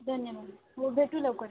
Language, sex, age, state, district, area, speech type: Marathi, female, 18-30, Maharashtra, Aurangabad, rural, conversation